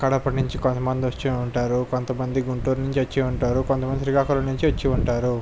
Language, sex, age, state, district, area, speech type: Telugu, male, 18-30, Andhra Pradesh, Visakhapatnam, urban, spontaneous